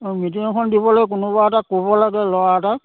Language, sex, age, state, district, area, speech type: Assamese, male, 60+, Assam, Dhemaji, rural, conversation